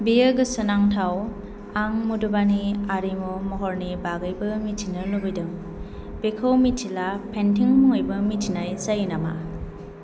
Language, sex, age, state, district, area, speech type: Bodo, female, 18-30, Assam, Kokrajhar, urban, read